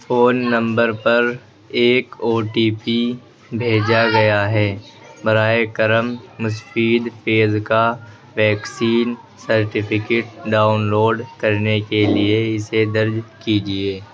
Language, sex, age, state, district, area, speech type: Urdu, male, 18-30, Uttar Pradesh, Ghaziabad, urban, read